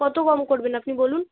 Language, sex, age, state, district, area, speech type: Bengali, female, 18-30, West Bengal, Alipurduar, rural, conversation